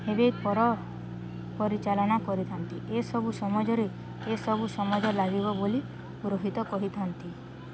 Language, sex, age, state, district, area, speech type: Odia, female, 18-30, Odisha, Balangir, urban, spontaneous